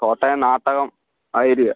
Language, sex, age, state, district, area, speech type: Malayalam, male, 18-30, Kerala, Kottayam, rural, conversation